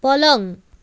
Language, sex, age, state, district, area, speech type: Nepali, female, 30-45, West Bengal, Kalimpong, rural, read